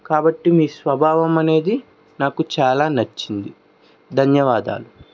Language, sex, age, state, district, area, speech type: Telugu, male, 18-30, Andhra Pradesh, Krishna, urban, spontaneous